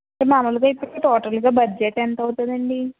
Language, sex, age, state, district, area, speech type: Telugu, female, 60+, Andhra Pradesh, Kakinada, rural, conversation